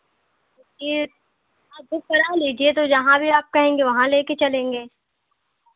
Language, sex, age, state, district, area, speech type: Hindi, female, 18-30, Uttar Pradesh, Pratapgarh, rural, conversation